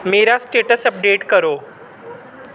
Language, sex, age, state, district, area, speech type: Dogri, male, 18-30, Jammu and Kashmir, Samba, rural, read